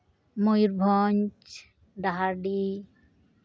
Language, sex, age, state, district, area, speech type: Santali, female, 30-45, West Bengal, Uttar Dinajpur, rural, spontaneous